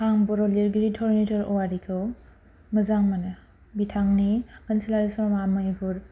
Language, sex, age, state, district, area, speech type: Bodo, female, 18-30, Assam, Baksa, rural, spontaneous